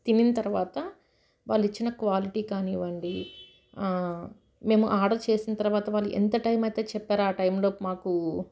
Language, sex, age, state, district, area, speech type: Telugu, female, 30-45, Telangana, Medchal, rural, spontaneous